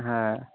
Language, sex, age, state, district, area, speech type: Bengali, male, 18-30, West Bengal, Howrah, urban, conversation